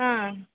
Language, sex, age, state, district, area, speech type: Sanskrit, female, 18-30, Karnataka, Dharwad, urban, conversation